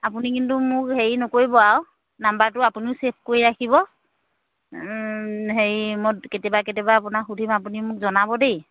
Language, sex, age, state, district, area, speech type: Assamese, female, 30-45, Assam, Dhemaji, rural, conversation